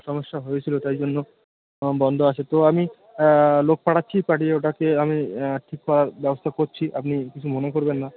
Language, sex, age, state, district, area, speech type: Bengali, male, 30-45, West Bengal, Birbhum, urban, conversation